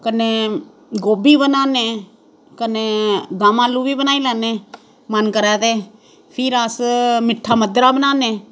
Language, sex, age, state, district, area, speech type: Dogri, female, 45-60, Jammu and Kashmir, Samba, rural, spontaneous